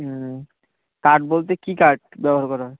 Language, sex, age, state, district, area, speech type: Bengali, male, 18-30, West Bengal, Uttar Dinajpur, urban, conversation